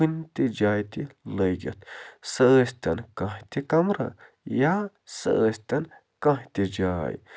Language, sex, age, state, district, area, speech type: Kashmiri, male, 45-60, Jammu and Kashmir, Baramulla, rural, spontaneous